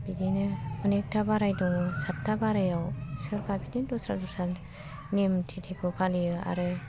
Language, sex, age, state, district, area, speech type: Bodo, female, 45-60, Assam, Kokrajhar, rural, spontaneous